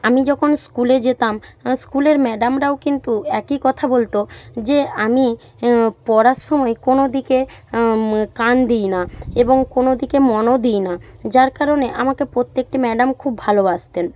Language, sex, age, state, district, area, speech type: Bengali, female, 18-30, West Bengal, Jhargram, rural, spontaneous